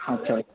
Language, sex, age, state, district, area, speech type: Bengali, male, 18-30, West Bengal, Howrah, urban, conversation